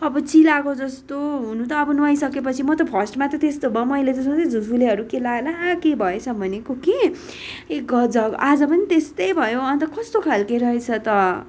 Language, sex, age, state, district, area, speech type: Nepali, female, 18-30, West Bengal, Darjeeling, rural, spontaneous